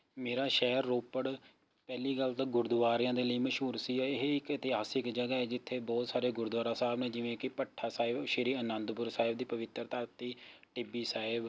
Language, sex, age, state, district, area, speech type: Punjabi, male, 18-30, Punjab, Rupnagar, rural, spontaneous